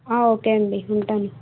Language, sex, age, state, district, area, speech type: Telugu, female, 30-45, Andhra Pradesh, Vizianagaram, rural, conversation